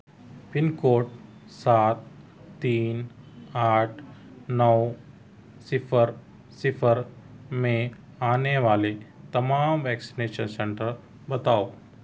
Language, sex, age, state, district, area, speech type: Urdu, male, 30-45, Telangana, Hyderabad, urban, read